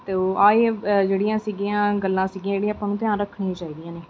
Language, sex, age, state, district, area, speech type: Punjabi, female, 30-45, Punjab, Mansa, urban, spontaneous